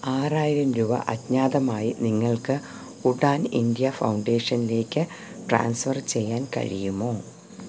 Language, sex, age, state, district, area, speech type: Malayalam, female, 45-60, Kerala, Thiruvananthapuram, urban, read